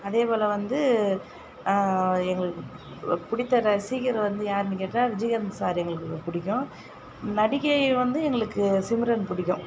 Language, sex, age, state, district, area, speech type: Tamil, female, 45-60, Tamil Nadu, Viluppuram, urban, spontaneous